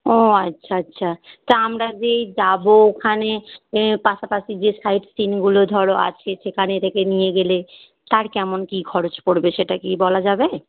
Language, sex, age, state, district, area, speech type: Bengali, female, 45-60, West Bengal, Hooghly, rural, conversation